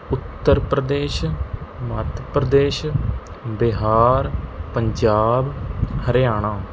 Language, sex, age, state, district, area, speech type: Punjabi, male, 18-30, Punjab, Mohali, rural, spontaneous